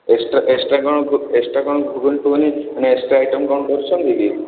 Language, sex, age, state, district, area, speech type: Odia, male, 18-30, Odisha, Ganjam, urban, conversation